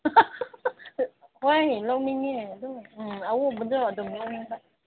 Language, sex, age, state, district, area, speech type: Manipuri, female, 45-60, Manipur, Ukhrul, rural, conversation